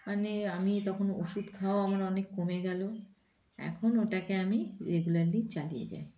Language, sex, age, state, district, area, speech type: Bengali, female, 45-60, West Bengal, Darjeeling, rural, spontaneous